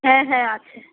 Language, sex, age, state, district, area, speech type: Bengali, female, 30-45, West Bengal, Darjeeling, rural, conversation